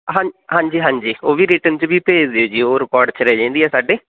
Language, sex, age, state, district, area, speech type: Punjabi, male, 18-30, Punjab, Fatehgarh Sahib, rural, conversation